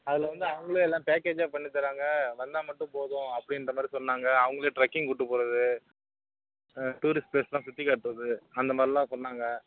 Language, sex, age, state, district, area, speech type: Tamil, male, 30-45, Tamil Nadu, Nagapattinam, rural, conversation